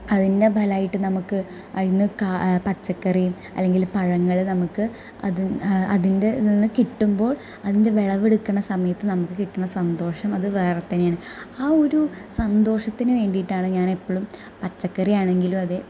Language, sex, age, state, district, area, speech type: Malayalam, female, 18-30, Kerala, Thrissur, rural, spontaneous